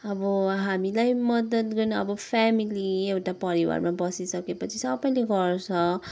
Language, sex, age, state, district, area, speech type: Nepali, male, 60+, West Bengal, Kalimpong, rural, spontaneous